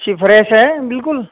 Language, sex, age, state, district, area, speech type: Urdu, male, 45-60, Uttar Pradesh, Muzaffarnagar, rural, conversation